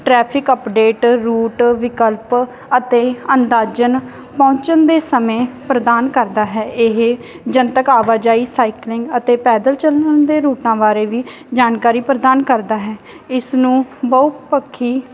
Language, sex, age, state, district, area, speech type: Punjabi, female, 18-30, Punjab, Barnala, rural, spontaneous